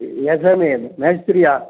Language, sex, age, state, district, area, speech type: Tamil, male, 60+, Tamil Nadu, Erode, urban, conversation